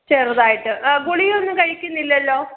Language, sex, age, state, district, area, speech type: Malayalam, female, 45-60, Kerala, Pathanamthitta, urban, conversation